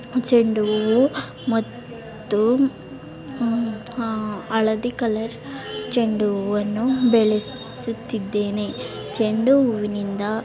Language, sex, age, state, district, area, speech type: Kannada, female, 18-30, Karnataka, Chamarajanagar, urban, spontaneous